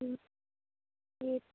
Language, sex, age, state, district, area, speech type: Urdu, female, 18-30, Uttar Pradesh, Ghaziabad, urban, conversation